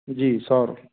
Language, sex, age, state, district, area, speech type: Hindi, male, 45-60, Madhya Pradesh, Gwalior, rural, conversation